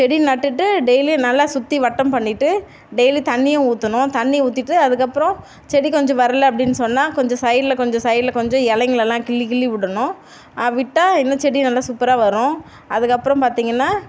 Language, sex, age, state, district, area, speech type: Tamil, female, 30-45, Tamil Nadu, Tiruvannamalai, urban, spontaneous